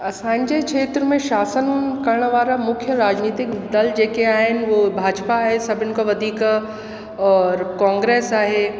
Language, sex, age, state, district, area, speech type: Sindhi, female, 30-45, Uttar Pradesh, Lucknow, urban, spontaneous